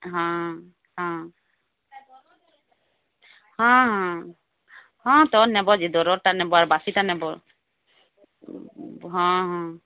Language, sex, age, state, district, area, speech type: Odia, female, 30-45, Odisha, Bargarh, urban, conversation